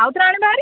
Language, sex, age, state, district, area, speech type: Odia, female, 18-30, Odisha, Ganjam, urban, conversation